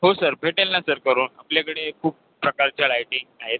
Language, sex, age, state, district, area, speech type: Marathi, male, 18-30, Maharashtra, Thane, urban, conversation